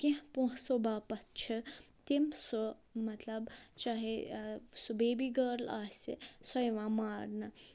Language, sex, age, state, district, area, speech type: Kashmiri, female, 30-45, Jammu and Kashmir, Budgam, rural, spontaneous